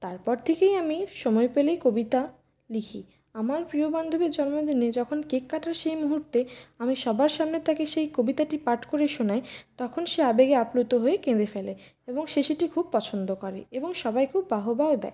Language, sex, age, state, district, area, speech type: Bengali, female, 30-45, West Bengal, Purulia, urban, spontaneous